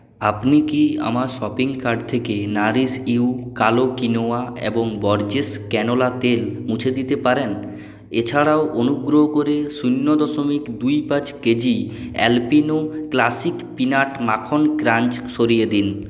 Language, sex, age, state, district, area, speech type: Bengali, male, 45-60, West Bengal, Purulia, urban, read